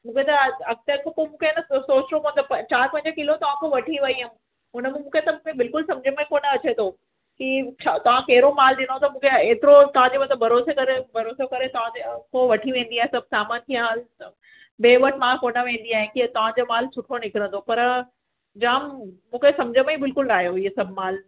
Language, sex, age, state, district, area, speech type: Sindhi, female, 30-45, Maharashtra, Mumbai Suburban, urban, conversation